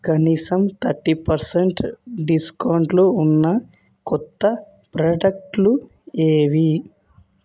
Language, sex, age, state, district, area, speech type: Telugu, male, 18-30, Telangana, Hyderabad, urban, read